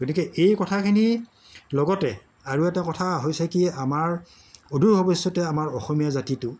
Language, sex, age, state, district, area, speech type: Assamese, male, 60+, Assam, Morigaon, rural, spontaneous